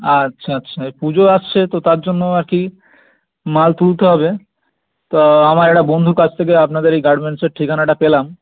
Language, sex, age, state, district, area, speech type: Bengali, male, 18-30, West Bengal, North 24 Parganas, urban, conversation